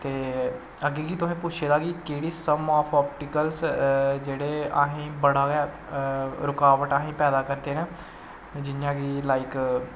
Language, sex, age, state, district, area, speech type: Dogri, male, 18-30, Jammu and Kashmir, Samba, rural, spontaneous